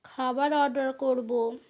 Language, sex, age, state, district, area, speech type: Bengali, female, 45-60, West Bengal, North 24 Parganas, rural, spontaneous